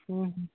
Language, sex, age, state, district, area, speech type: Odia, male, 18-30, Odisha, Bhadrak, rural, conversation